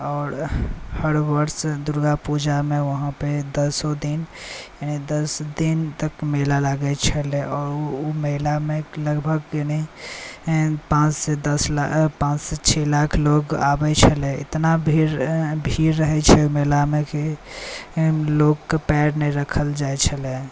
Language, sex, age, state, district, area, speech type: Maithili, male, 18-30, Bihar, Saharsa, rural, spontaneous